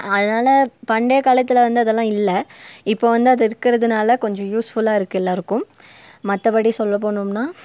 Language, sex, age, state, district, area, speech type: Tamil, female, 18-30, Tamil Nadu, Nilgiris, urban, spontaneous